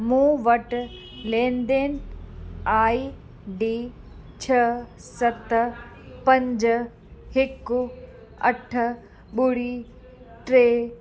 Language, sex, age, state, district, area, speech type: Sindhi, female, 30-45, Uttar Pradesh, Lucknow, urban, read